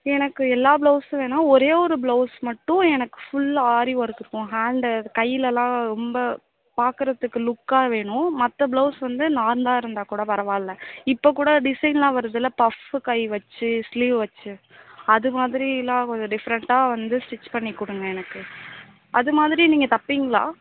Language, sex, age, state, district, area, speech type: Tamil, female, 18-30, Tamil Nadu, Mayiladuthurai, rural, conversation